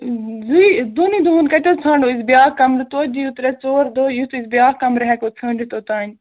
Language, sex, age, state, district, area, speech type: Kashmiri, other, 18-30, Jammu and Kashmir, Bandipora, rural, conversation